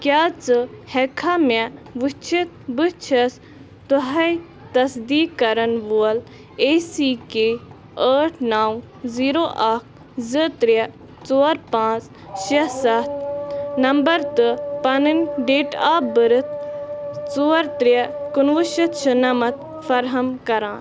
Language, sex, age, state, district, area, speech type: Kashmiri, female, 18-30, Jammu and Kashmir, Bandipora, rural, read